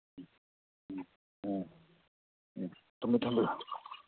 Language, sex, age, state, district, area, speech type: Manipuri, male, 60+, Manipur, Thoubal, rural, conversation